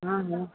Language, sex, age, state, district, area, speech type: Sindhi, female, 45-60, Gujarat, Junagadh, urban, conversation